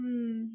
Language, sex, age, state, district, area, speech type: Marathi, female, 30-45, Maharashtra, Satara, urban, spontaneous